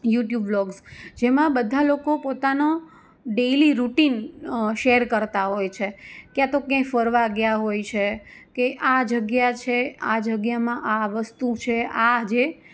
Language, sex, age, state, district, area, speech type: Gujarati, female, 30-45, Gujarat, Rajkot, rural, spontaneous